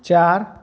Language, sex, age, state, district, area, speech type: Hindi, male, 30-45, Bihar, Vaishali, rural, read